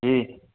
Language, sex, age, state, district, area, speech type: Urdu, male, 18-30, Uttar Pradesh, Saharanpur, urban, conversation